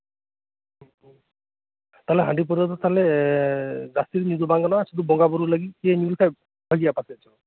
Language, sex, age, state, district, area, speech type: Santali, male, 30-45, West Bengal, Birbhum, rural, conversation